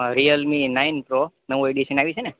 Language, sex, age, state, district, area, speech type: Gujarati, male, 30-45, Gujarat, Rajkot, rural, conversation